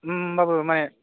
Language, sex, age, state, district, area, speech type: Bodo, male, 18-30, Assam, Udalguri, urban, conversation